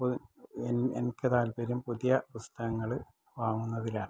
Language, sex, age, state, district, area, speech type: Malayalam, male, 60+, Kerala, Malappuram, rural, spontaneous